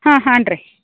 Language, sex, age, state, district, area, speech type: Kannada, female, 60+, Karnataka, Belgaum, rural, conversation